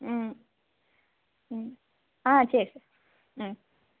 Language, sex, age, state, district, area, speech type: Tamil, female, 30-45, Tamil Nadu, Tirunelveli, urban, conversation